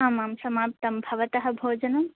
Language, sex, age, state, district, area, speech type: Sanskrit, other, 18-30, Andhra Pradesh, Chittoor, urban, conversation